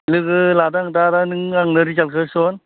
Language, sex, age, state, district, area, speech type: Bodo, male, 45-60, Assam, Baksa, urban, conversation